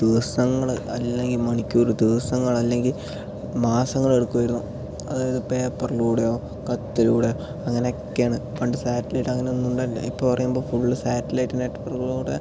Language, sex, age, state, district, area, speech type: Malayalam, male, 18-30, Kerala, Palakkad, rural, spontaneous